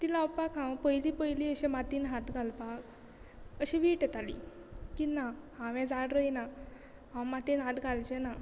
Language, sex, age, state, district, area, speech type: Goan Konkani, female, 18-30, Goa, Quepem, rural, spontaneous